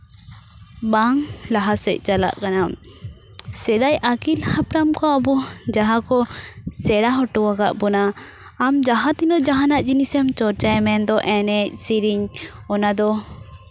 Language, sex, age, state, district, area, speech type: Santali, female, 18-30, West Bengal, Purba Bardhaman, rural, spontaneous